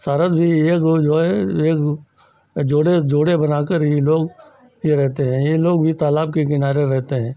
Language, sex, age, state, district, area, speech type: Hindi, male, 60+, Uttar Pradesh, Lucknow, rural, spontaneous